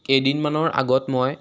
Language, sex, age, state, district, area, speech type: Assamese, male, 18-30, Assam, Sivasagar, rural, spontaneous